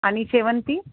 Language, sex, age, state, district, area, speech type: Marathi, female, 45-60, Maharashtra, Nanded, urban, conversation